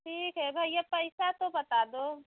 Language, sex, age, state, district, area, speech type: Hindi, female, 30-45, Uttar Pradesh, Jaunpur, rural, conversation